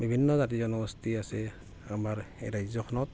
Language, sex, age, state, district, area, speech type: Assamese, male, 45-60, Assam, Barpeta, rural, spontaneous